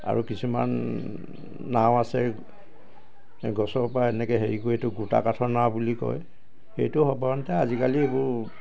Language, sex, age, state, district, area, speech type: Assamese, male, 60+, Assam, Dibrugarh, urban, spontaneous